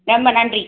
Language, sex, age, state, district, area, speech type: Tamil, female, 45-60, Tamil Nadu, Madurai, urban, conversation